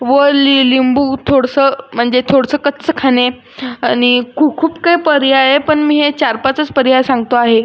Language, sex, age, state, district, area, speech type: Marathi, male, 60+, Maharashtra, Buldhana, rural, spontaneous